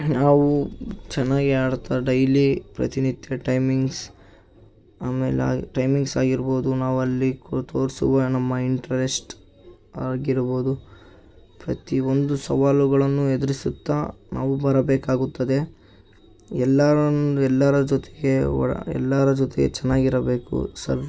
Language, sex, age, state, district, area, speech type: Kannada, male, 18-30, Karnataka, Davanagere, rural, spontaneous